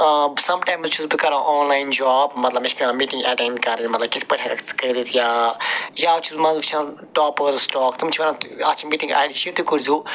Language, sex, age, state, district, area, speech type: Kashmiri, male, 45-60, Jammu and Kashmir, Budgam, urban, spontaneous